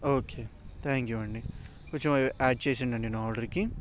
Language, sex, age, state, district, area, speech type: Telugu, male, 18-30, Andhra Pradesh, Bapatla, urban, spontaneous